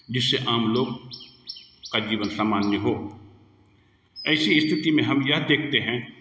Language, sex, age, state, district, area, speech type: Hindi, male, 60+, Bihar, Begusarai, urban, spontaneous